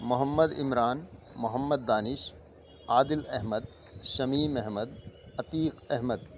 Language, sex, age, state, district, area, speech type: Urdu, male, 45-60, Delhi, East Delhi, urban, spontaneous